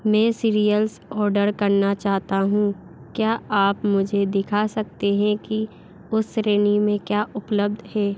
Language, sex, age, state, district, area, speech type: Hindi, female, 60+, Madhya Pradesh, Bhopal, urban, read